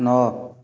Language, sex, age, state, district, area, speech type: Odia, male, 45-60, Odisha, Jajpur, rural, read